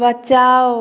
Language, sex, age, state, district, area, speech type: Hindi, female, 30-45, Bihar, Samastipur, rural, read